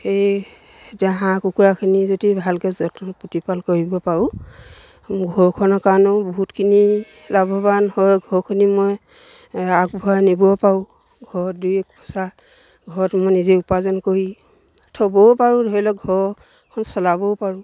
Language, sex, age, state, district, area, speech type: Assamese, female, 60+, Assam, Dibrugarh, rural, spontaneous